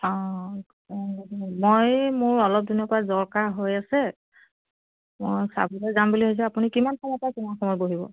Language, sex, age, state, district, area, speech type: Assamese, female, 30-45, Assam, Biswanath, rural, conversation